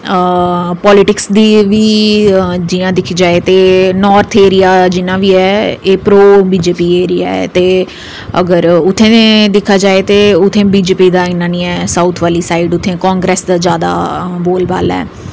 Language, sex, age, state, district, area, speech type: Dogri, female, 30-45, Jammu and Kashmir, Udhampur, urban, spontaneous